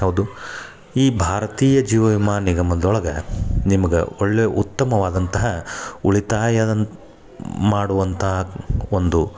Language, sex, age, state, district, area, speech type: Kannada, male, 30-45, Karnataka, Dharwad, rural, spontaneous